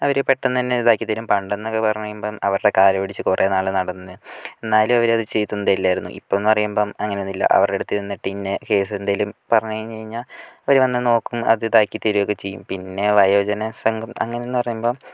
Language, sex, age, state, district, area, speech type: Malayalam, male, 45-60, Kerala, Kozhikode, urban, spontaneous